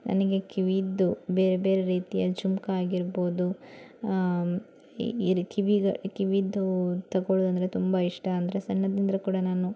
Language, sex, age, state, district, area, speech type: Kannada, female, 18-30, Karnataka, Udupi, rural, spontaneous